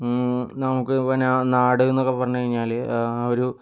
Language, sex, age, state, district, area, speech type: Malayalam, male, 18-30, Kerala, Kozhikode, urban, spontaneous